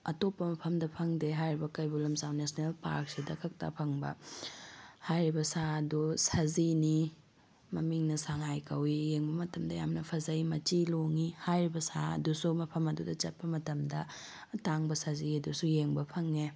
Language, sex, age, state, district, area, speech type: Manipuri, female, 18-30, Manipur, Tengnoupal, rural, spontaneous